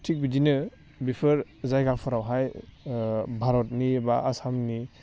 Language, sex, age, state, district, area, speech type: Bodo, male, 18-30, Assam, Udalguri, urban, spontaneous